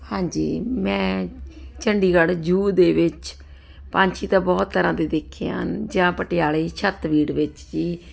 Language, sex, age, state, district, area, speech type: Punjabi, female, 30-45, Punjab, Ludhiana, urban, spontaneous